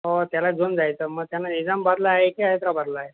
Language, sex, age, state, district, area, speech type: Marathi, male, 60+, Maharashtra, Nanded, urban, conversation